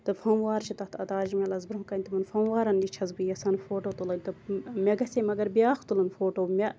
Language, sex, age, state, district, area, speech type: Kashmiri, female, 30-45, Jammu and Kashmir, Baramulla, rural, spontaneous